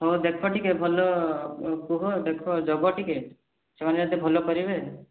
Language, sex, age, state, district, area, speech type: Odia, male, 18-30, Odisha, Mayurbhanj, rural, conversation